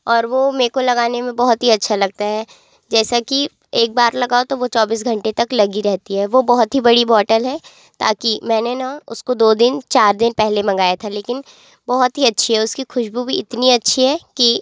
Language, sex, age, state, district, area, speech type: Hindi, female, 18-30, Madhya Pradesh, Jabalpur, urban, spontaneous